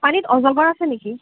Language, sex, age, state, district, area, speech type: Assamese, female, 18-30, Assam, Kamrup Metropolitan, urban, conversation